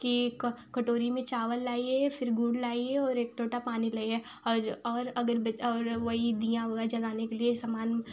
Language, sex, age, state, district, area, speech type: Hindi, female, 18-30, Uttar Pradesh, Prayagraj, urban, spontaneous